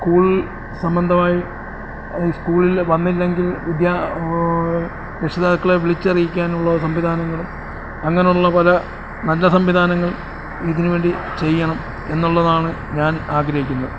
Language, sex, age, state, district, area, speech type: Malayalam, male, 45-60, Kerala, Alappuzha, urban, spontaneous